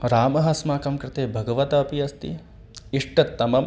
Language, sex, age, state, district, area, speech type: Sanskrit, male, 18-30, Madhya Pradesh, Ujjain, urban, spontaneous